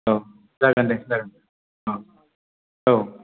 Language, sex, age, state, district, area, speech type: Bodo, male, 30-45, Assam, Chirang, rural, conversation